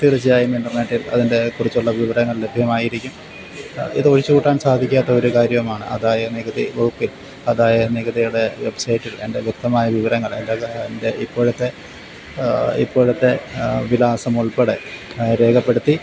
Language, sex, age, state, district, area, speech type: Malayalam, male, 45-60, Kerala, Alappuzha, rural, spontaneous